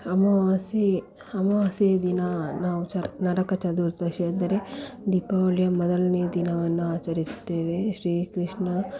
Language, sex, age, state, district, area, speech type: Kannada, female, 18-30, Karnataka, Dakshina Kannada, rural, spontaneous